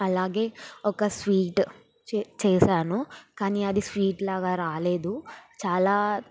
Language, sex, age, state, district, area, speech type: Telugu, female, 18-30, Telangana, Sangareddy, urban, spontaneous